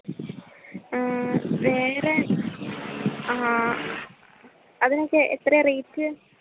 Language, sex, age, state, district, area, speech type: Malayalam, female, 18-30, Kerala, Idukki, rural, conversation